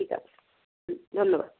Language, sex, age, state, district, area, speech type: Bengali, female, 60+, West Bengal, Paschim Bardhaman, urban, conversation